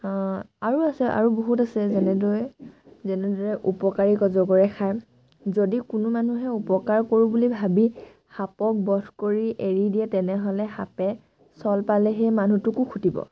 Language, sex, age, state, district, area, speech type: Assamese, female, 45-60, Assam, Sivasagar, rural, spontaneous